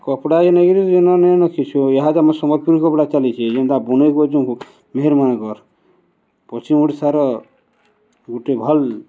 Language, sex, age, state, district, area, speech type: Odia, male, 45-60, Odisha, Balangir, urban, spontaneous